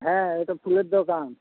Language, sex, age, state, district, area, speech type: Bengali, male, 45-60, West Bengal, Dakshin Dinajpur, rural, conversation